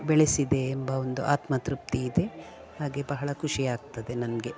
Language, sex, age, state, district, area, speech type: Kannada, female, 45-60, Karnataka, Dakshina Kannada, rural, spontaneous